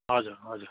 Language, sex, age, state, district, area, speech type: Nepali, male, 30-45, West Bengal, Darjeeling, rural, conversation